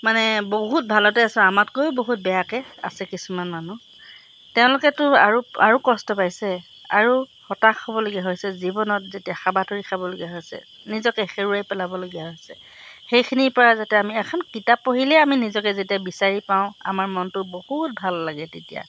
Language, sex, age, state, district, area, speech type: Assamese, female, 60+, Assam, Golaghat, urban, spontaneous